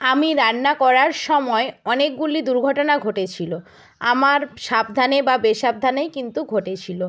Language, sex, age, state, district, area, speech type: Bengali, female, 60+, West Bengal, Nadia, rural, spontaneous